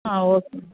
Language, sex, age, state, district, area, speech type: Kannada, female, 30-45, Karnataka, Bellary, rural, conversation